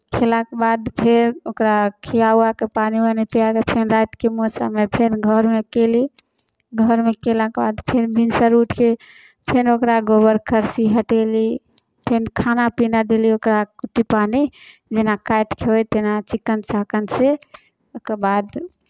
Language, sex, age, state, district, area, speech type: Maithili, female, 18-30, Bihar, Samastipur, rural, spontaneous